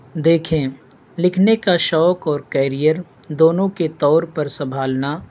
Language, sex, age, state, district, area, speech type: Urdu, male, 18-30, Delhi, North East Delhi, rural, spontaneous